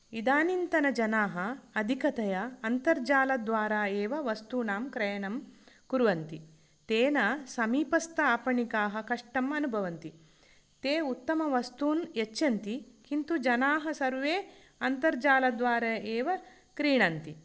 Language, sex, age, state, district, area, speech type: Sanskrit, female, 45-60, Karnataka, Dakshina Kannada, rural, spontaneous